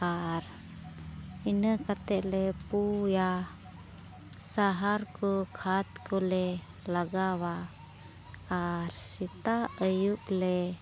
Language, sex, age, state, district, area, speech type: Santali, female, 18-30, Jharkhand, Pakur, rural, spontaneous